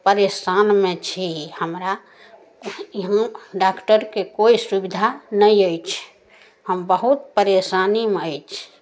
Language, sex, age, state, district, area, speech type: Maithili, female, 60+, Bihar, Samastipur, urban, spontaneous